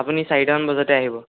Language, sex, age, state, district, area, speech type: Assamese, male, 18-30, Assam, Sonitpur, rural, conversation